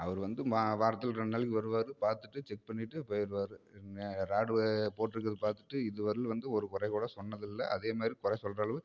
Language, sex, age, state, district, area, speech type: Tamil, male, 30-45, Tamil Nadu, Namakkal, rural, spontaneous